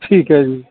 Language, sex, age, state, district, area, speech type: Punjabi, male, 45-60, Punjab, Shaheed Bhagat Singh Nagar, urban, conversation